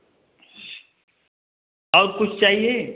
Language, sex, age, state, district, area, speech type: Hindi, male, 30-45, Uttar Pradesh, Varanasi, urban, conversation